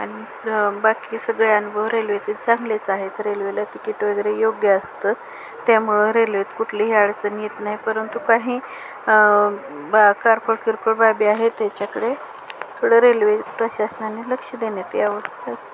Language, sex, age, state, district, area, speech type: Marathi, female, 45-60, Maharashtra, Osmanabad, rural, spontaneous